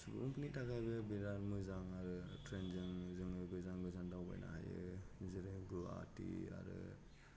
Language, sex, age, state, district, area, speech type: Bodo, male, 18-30, Assam, Kokrajhar, rural, spontaneous